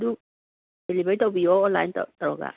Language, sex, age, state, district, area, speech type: Manipuri, female, 60+, Manipur, Kangpokpi, urban, conversation